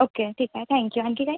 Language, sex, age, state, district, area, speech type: Marathi, female, 18-30, Maharashtra, Nagpur, urban, conversation